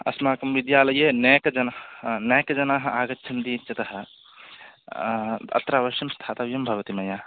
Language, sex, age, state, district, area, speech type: Sanskrit, male, 18-30, Andhra Pradesh, West Godavari, rural, conversation